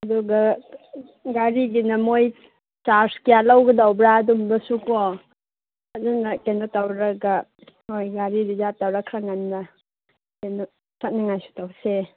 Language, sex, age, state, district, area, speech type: Manipuri, female, 30-45, Manipur, Chandel, rural, conversation